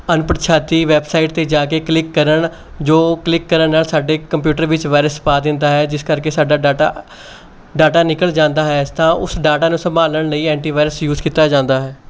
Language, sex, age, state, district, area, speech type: Punjabi, male, 18-30, Punjab, Mohali, urban, spontaneous